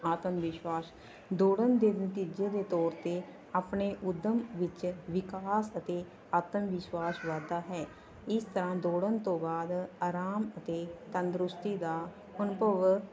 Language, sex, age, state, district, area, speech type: Punjabi, female, 45-60, Punjab, Barnala, rural, spontaneous